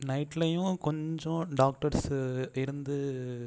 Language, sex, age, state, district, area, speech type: Tamil, male, 30-45, Tamil Nadu, Ariyalur, rural, spontaneous